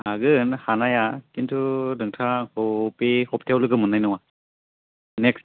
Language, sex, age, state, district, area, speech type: Bodo, male, 18-30, Assam, Udalguri, rural, conversation